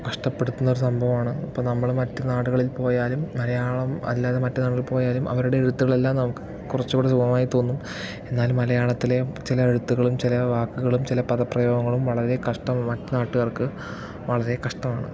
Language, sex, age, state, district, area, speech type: Malayalam, male, 18-30, Kerala, Palakkad, rural, spontaneous